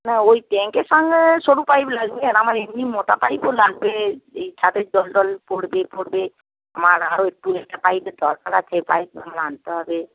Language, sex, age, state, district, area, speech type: Bengali, female, 45-60, West Bengal, Hooghly, rural, conversation